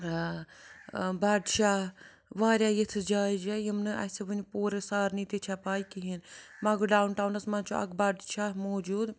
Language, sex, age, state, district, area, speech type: Kashmiri, female, 30-45, Jammu and Kashmir, Srinagar, urban, spontaneous